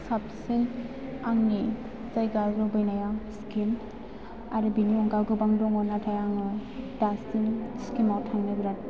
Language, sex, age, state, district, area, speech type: Bodo, female, 18-30, Assam, Chirang, urban, spontaneous